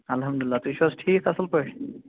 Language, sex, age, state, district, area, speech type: Kashmiri, male, 30-45, Jammu and Kashmir, Shopian, rural, conversation